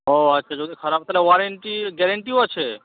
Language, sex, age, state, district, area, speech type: Bengali, male, 18-30, West Bengal, Uttar Dinajpur, rural, conversation